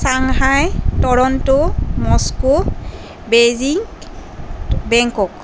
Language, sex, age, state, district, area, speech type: Assamese, female, 30-45, Assam, Kamrup Metropolitan, urban, spontaneous